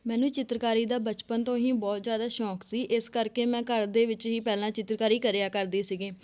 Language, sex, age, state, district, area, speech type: Punjabi, female, 18-30, Punjab, Amritsar, urban, spontaneous